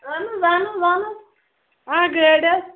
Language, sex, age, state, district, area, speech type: Kashmiri, female, 18-30, Jammu and Kashmir, Bandipora, rural, conversation